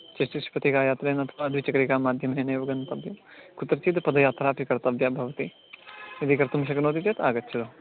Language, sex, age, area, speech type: Sanskrit, male, 18-30, rural, conversation